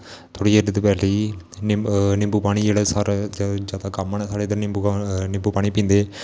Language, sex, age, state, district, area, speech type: Dogri, male, 18-30, Jammu and Kashmir, Kathua, rural, spontaneous